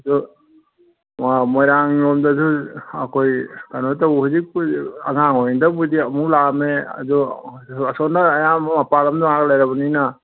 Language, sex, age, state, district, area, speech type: Manipuri, male, 60+, Manipur, Kangpokpi, urban, conversation